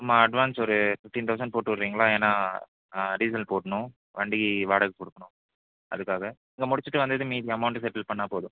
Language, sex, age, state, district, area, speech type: Tamil, male, 18-30, Tamil Nadu, Nilgiris, rural, conversation